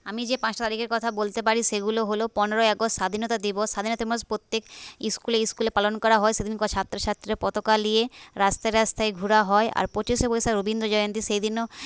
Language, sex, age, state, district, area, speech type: Bengali, female, 30-45, West Bengal, Paschim Medinipur, rural, spontaneous